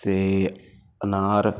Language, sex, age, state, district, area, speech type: Punjabi, male, 30-45, Punjab, Ludhiana, urban, spontaneous